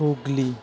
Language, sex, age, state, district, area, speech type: Bengali, male, 30-45, West Bengal, Purba Bardhaman, urban, spontaneous